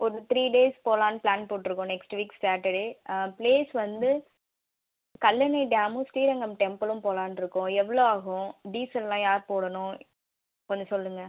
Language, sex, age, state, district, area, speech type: Tamil, female, 18-30, Tamil Nadu, Viluppuram, urban, conversation